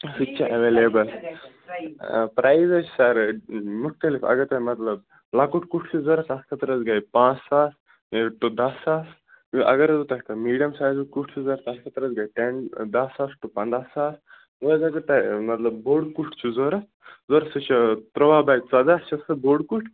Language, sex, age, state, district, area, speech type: Kashmiri, male, 18-30, Jammu and Kashmir, Baramulla, rural, conversation